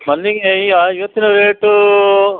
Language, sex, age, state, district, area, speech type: Kannada, male, 45-60, Karnataka, Dakshina Kannada, rural, conversation